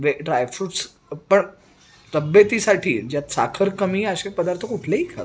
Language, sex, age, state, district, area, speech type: Marathi, male, 30-45, Maharashtra, Sangli, urban, spontaneous